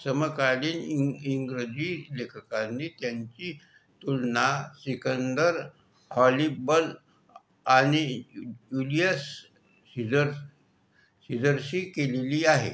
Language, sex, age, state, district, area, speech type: Marathi, male, 45-60, Maharashtra, Buldhana, rural, read